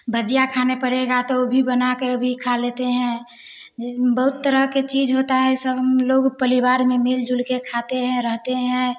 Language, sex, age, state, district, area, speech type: Hindi, female, 18-30, Bihar, Samastipur, rural, spontaneous